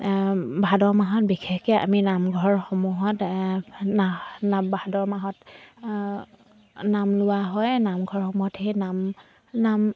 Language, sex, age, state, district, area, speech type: Assamese, female, 30-45, Assam, Dibrugarh, rural, spontaneous